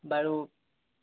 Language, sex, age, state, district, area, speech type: Assamese, male, 18-30, Assam, Sonitpur, rural, conversation